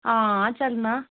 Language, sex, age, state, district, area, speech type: Dogri, female, 30-45, Jammu and Kashmir, Udhampur, rural, conversation